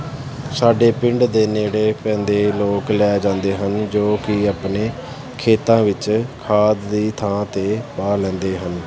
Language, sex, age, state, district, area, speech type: Punjabi, male, 30-45, Punjab, Pathankot, urban, spontaneous